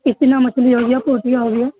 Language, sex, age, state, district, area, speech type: Urdu, male, 30-45, Bihar, Supaul, rural, conversation